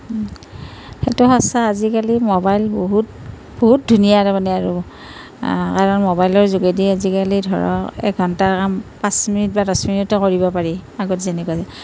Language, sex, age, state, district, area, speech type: Assamese, female, 45-60, Assam, Nalbari, rural, spontaneous